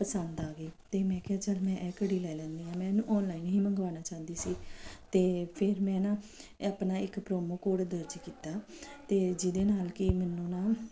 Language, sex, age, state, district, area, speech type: Punjabi, female, 45-60, Punjab, Kapurthala, urban, spontaneous